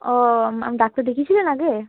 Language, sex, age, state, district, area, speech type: Bengali, female, 18-30, West Bengal, Cooch Behar, urban, conversation